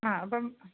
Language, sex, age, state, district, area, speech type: Malayalam, female, 45-60, Kerala, Thiruvananthapuram, urban, conversation